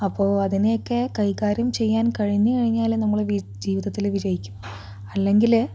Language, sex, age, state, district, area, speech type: Malayalam, female, 30-45, Kerala, Palakkad, rural, spontaneous